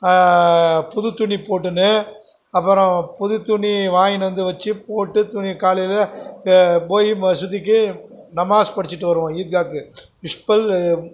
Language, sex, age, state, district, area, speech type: Tamil, male, 60+, Tamil Nadu, Krishnagiri, rural, spontaneous